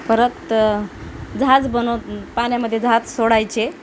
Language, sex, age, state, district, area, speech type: Marathi, female, 30-45, Maharashtra, Nanded, rural, spontaneous